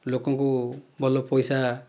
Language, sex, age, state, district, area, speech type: Odia, male, 30-45, Odisha, Kandhamal, rural, spontaneous